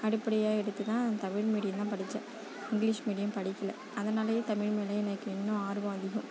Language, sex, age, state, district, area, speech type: Tamil, female, 30-45, Tamil Nadu, Nagapattinam, rural, spontaneous